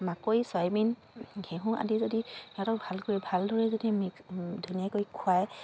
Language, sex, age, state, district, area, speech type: Assamese, female, 45-60, Assam, Dibrugarh, rural, spontaneous